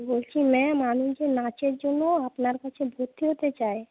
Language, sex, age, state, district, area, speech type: Bengali, female, 30-45, West Bengal, Paschim Medinipur, urban, conversation